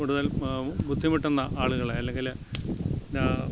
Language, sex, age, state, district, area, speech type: Malayalam, male, 60+, Kerala, Alappuzha, rural, spontaneous